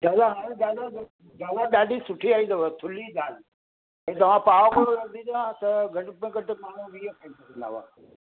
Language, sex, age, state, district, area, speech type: Sindhi, male, 60+, Maharashtra, Mumbai Suburban, urban, conversation